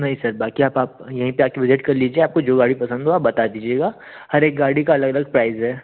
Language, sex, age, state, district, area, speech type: Hindi, male, 30-45, Madhya Pradesh, Jabalpur, urban, conversation